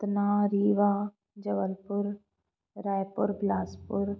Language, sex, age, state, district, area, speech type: Sindhi, female, 30-45, Madhya Pradesh, Katni, rural, spontaneous